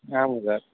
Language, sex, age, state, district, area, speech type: Tamil, male, 30-45, Tamil Nadu, Madurai, urban, conversation